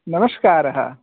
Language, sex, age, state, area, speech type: Sanskrit, male, 18-30, Assam, rural, conversation